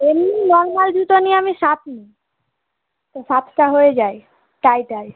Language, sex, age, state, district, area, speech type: Bengali, female, 18-30, West Bengal, Malda, urban, conversation